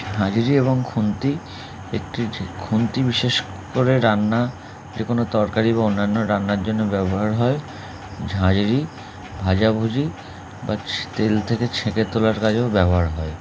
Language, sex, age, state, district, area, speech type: Bengali, male, 30-45, West Bengal, Howrah, urban, spontaneous